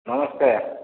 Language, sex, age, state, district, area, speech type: Odia, male, 45-60, Odisha, Dhenkanal, rural, conversation